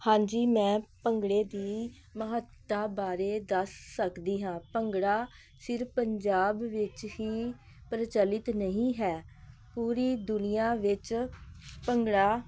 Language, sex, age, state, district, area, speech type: Punjabi, female, 45-60, Punjab, Hoshiarpur, rural, spontaneous